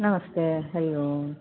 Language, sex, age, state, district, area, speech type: Sanskrit, female, 60+, Karnataka, Mysore, urban, conversation